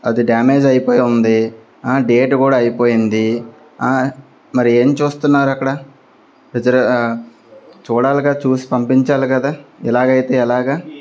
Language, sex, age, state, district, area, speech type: Telugu, male, 30-45, Andhra Pradesh, Anakapalli, rural, spontaneous